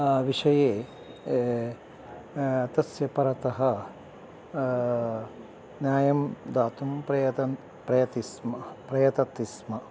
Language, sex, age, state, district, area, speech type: Sanskrit, male, 60+, Karnataka, Uttara Kannada, urban, spontaneous